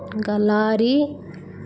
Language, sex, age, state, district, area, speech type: Telugu, female, 30-45, Andhra Pradesh, Nellore, rural, spontaneous